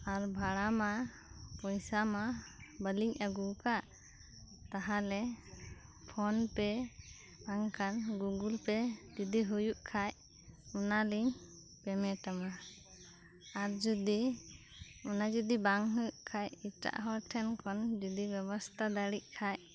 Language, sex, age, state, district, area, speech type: Santali, other, 18-30, West Bengal, Birbhum, rural, spontaneous